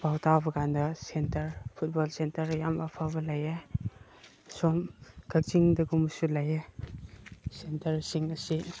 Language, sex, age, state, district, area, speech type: Manipuri, male, 30-45, Manipur, Chandel, rural, spontaneous